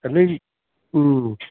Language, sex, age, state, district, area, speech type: Manipuri, male, 45-60, Manipur, Kakching, rural, conversation